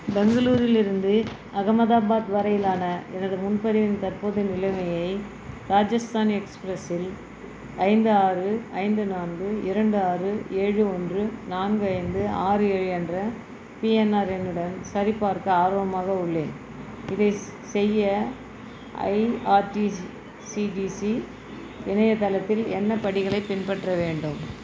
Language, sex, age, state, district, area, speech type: Tamil, female, 60+, Tamil Nadu, Viluppuram, rural, read